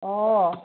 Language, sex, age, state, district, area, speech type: Manipuri, female, 30-45, Manipur, Kangpokpi, urban, conversation